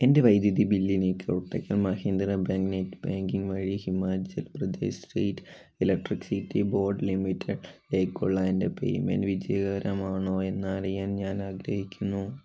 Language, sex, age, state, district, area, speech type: Malayalam, male, 18-30, Kerala, Wayanad, rural, read